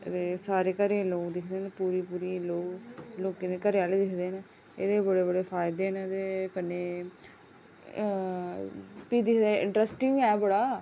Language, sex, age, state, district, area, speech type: Dogri, female, 18-30, Jammu and Kashmir, Reasi, rural, spontaneous